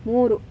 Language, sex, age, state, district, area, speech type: Kannada, female, 60+, Karnataka, Udupi, rural, read